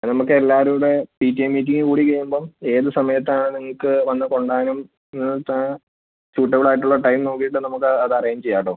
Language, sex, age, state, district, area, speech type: Malayalam, male, 18-30, Kerala, Idukki, urban, conversation